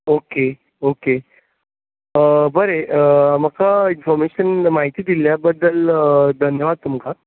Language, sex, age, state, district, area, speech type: Goan Konkani, male, 30-45, Goa, Bardez, urban, conversation